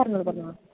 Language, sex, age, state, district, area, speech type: Malayalam, female, 18-30, Kerala, Palakkad, rural, conversation